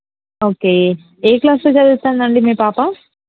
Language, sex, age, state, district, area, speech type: Telugu, female, 45-60, Andhra Pradesh, N T Rama Rao, rural, conversation